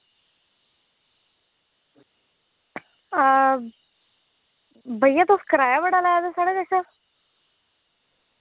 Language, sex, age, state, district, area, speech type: Dogri, female, 18-30, Jammu and Kashmir, Reasi, rural, conversation